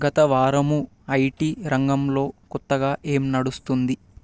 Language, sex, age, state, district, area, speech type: Telugu, male, 18-30, Telangana, Vikarabad, urban, read